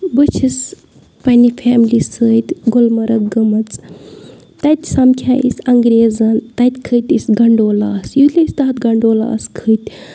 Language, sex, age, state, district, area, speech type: Kashmiri, female, 30-45, Jammu and Kashmir, Bandipora, rural, spontaneous